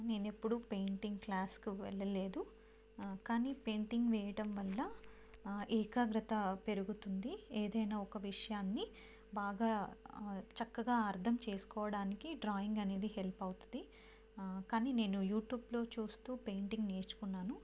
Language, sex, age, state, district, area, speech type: Telugu, female, 18-30, Telangana, Karimnagar, rural, spontaneous